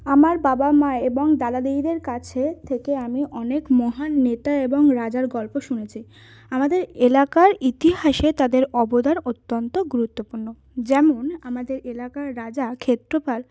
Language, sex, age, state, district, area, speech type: Bengali, female, 18-30, West Bengal, Cooch Behar, urban, spontaneous